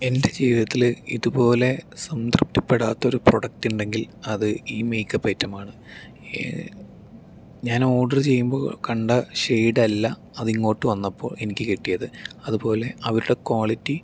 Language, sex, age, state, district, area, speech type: Malayalam, male, 18-30, Kerala, Palakkad, urban, spontaneous